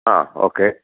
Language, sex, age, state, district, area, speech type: Malayalam, male, 60+, Kerala, Idukki, rural, conversation